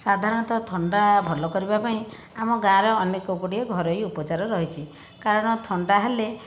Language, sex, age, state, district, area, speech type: Odia, female, 30-45, Odisha, Bhadrak, rural, spontaneous